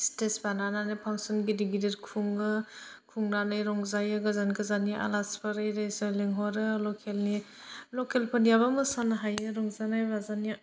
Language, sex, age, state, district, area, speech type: Bodo, female, 18-30, Assam, Udalguri, urban, spontaneous